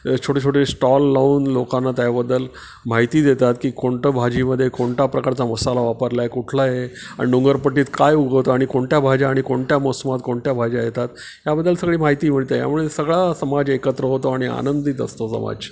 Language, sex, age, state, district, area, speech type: Marathi, male, 60+, Maharashtra, Palghar, rural, spontaneous